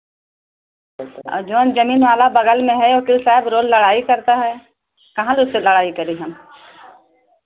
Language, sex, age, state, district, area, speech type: Hindi, female, 60+, Uttar Pradesh, Ayodhya, rural, conversation